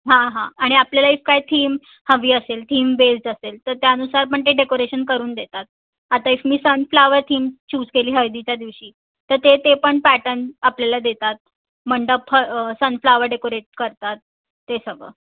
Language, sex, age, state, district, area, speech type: Marathi, female, 18-30, Maharashtra, Mumbai Suburban, urban, conversation